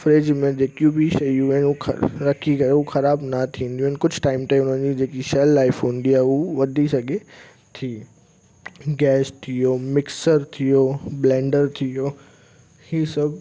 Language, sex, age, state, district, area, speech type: Sindhi, male, 18-30, Gujarat, Kutch, rural, spontaneous